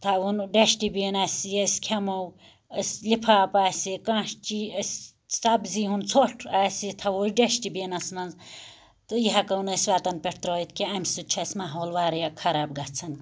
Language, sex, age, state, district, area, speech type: Kashmiri, female, 30-45, Jammu and Kashmir, Anantnag, rural, spontaneous